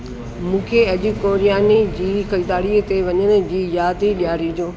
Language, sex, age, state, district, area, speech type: Sindhi, female, 60+, Delhi, South Delhi, urban, read